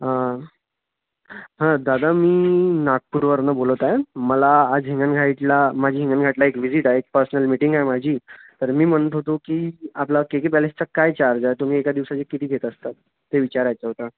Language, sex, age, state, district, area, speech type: Marathi, male, 18-30, Maharashtra, Wardha, rural, conversation